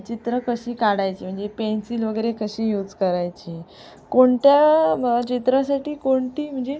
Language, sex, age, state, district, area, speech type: Marathi, female, 18-30, Maharashtra, Sindhudurg, rural, spontaneous